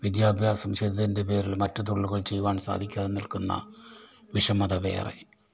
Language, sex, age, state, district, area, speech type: Malayalam, male, 60+, Kerala, Kollam, rural, spontaneous